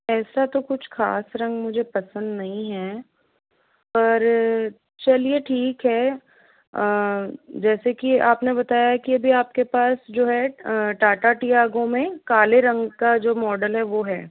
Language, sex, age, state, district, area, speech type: Hindi, female, 45-60, Rajasthan, Jaipur, urban, conversation